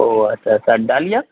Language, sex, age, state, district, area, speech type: Bengali, male, 30-45, West Bengal, Darjeeling, rural, conversation